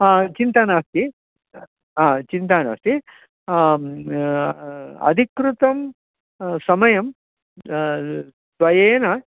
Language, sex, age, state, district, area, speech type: Sanskrit, male, 60+, Karnataka, Bangalore Urban, urban, conversation